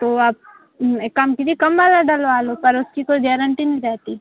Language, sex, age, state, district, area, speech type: Hindi, female, 30-45, Madhya Pradesh, Hoshangabad, rural, conversation